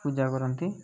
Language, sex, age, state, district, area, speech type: Odia, male, 30-45, Odisha, Koraput, urban, spontaneous